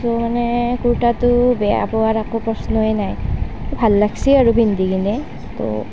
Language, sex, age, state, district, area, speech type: Assamese, female, 18-30, Assam, Nalbari, rural, spontaneous